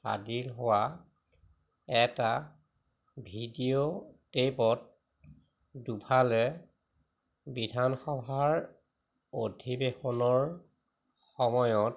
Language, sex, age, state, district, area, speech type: Assamese, male, 45-60, Assam, Majuli, rural, read